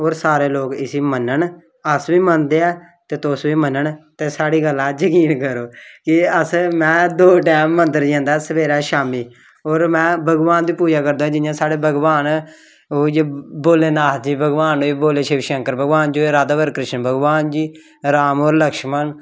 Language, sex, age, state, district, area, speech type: Dogri, male, 18-30, Jammu and Kashmir, Samba, rural, spontaneous